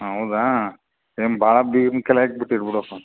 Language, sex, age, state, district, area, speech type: Kannada, male, 45-60, Karnataka, Bellary, rural, conversation